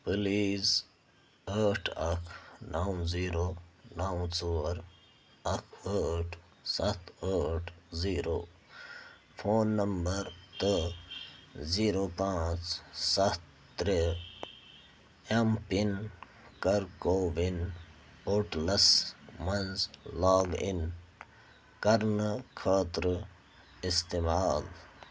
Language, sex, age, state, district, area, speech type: Kashmiri, male, 30-45, Jammu and Kashmir, Bandipora, rural, read